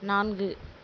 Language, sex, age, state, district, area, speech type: Tamil, female, 30-45, Tamil Nadu, Kallakurichi, rural, read